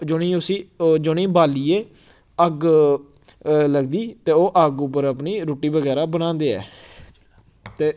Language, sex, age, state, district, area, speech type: Dogri, male, 18-30, Jammu and Kashmir, Samba, rural, spontaneous